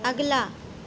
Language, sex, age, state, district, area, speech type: Urdu, female, 30-45, Uttar Pradesh, Shahjahanpur, urban, read